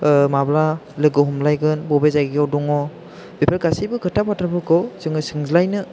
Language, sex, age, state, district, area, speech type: Bodo, male, 18-30, Assam, Chirang, rural, spontaneous